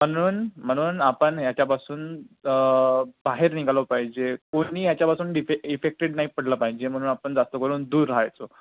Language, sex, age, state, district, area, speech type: Marathi, female, 18-30, Maharashtra, Nagpur, urban, conversation